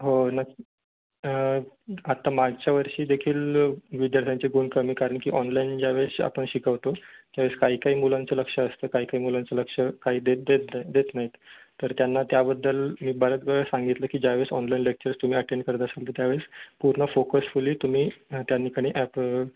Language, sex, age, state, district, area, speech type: Marathi, male, 18-30, Maharashtra, Ratnagiri, urban, conversation